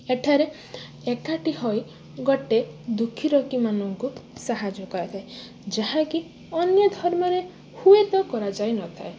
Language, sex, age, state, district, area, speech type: Odia, female, 18-30, Odisha, Balasore, rural, spontaneous